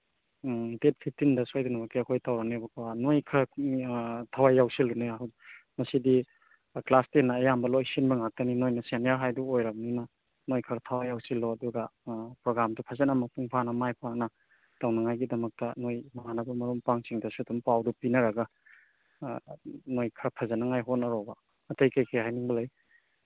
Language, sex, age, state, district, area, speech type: Manipuri, male, 30-45, Manipur, Churachandpur, rural, conversation